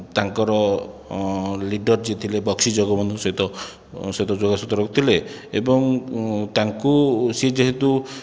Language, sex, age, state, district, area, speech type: Odia, male, 30-45, Odisha, Khordha, rural, spontaneous